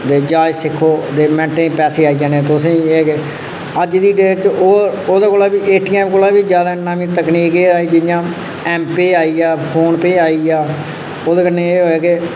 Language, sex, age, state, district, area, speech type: Dogri, male, 30-45, Jammu and Kashmir, Reasi, rural, spontaneous